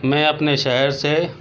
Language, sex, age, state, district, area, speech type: Urdu, male, 60+, Uttar Pradesh, Shahjahanpur, rural, spontaneous